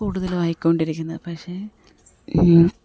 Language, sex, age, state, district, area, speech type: Malayalam, female, 30-45, Kerala, Alappuzha, rural, spontaneous